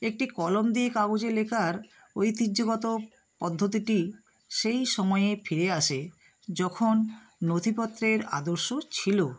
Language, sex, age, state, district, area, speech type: Bengali, female, 60+, West Bengal, Nadia, rural, spontaneous